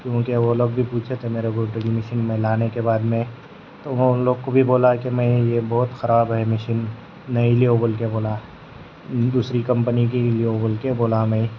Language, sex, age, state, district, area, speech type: Urdu, male, 18-30, Telangana, Hyderabad, urban, spontaneous